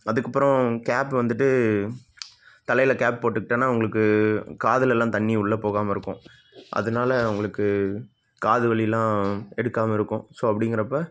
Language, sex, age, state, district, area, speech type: Tamil, male, 18-30, Tamil Nadu, Namakkal, rural, spontaneous